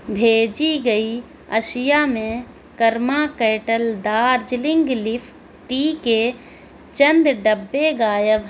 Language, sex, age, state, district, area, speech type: Urdu, female, 18-30, Delhi, South Delhi, rural, read